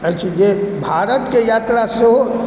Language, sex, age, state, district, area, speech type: Maithili, male, 45-60, Bihar, Supaul, urban, spontaneous